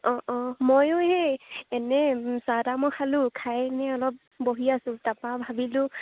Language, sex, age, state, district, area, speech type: Assamese, female, 18-30, Assam, Lakhimpur, rural, conversation